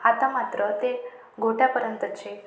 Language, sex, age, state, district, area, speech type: Marathi, female, 30-45, Maharashtra, Wardha, urban, spontaneous